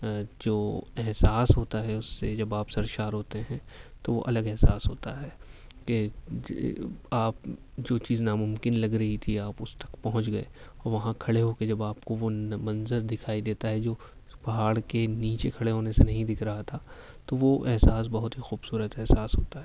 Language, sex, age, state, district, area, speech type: Urdu, male, 18-30, Uttar Pradesh, Ghaziabad, urban, spontaneous